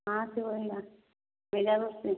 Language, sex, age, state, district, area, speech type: Hindi, female, 30-45, Uttar Pradesh, Prayagraj, rural, conversation